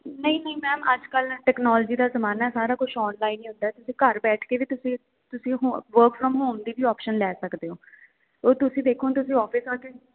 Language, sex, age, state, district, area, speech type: Punjabi, female, 18-30, Punjab, Jalandhar, urban, conversation